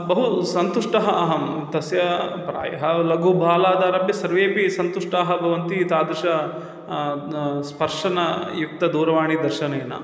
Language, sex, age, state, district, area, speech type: Sanskrit, male, 30-45, Kerala, Thrissur, urban, spontaneous